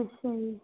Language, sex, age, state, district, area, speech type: Punjabi, female, 30-45, Punjab, Hoshiarpur, rural, conversation